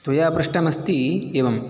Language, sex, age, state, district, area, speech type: Sanskrit, male, 18-30, Tamil Nadu, Chennai, urban, spontaneous